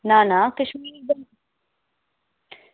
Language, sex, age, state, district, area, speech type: Dogri, female, 18-30, Jammu and Kashmir, Udhampur, rural, conversation